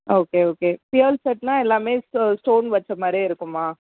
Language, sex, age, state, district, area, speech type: Tamil, female, 30-45, Tamil Nadu, Chennai, urban, conversation